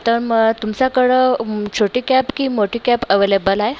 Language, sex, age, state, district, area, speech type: Marathi, female, 30-45, Maharashtra, Nagpur, urban, spontaneous